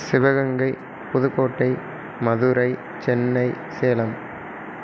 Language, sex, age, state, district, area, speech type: Tamil, male, 30-45, Tamil Nadu, Sivaganga, rural, spontaneous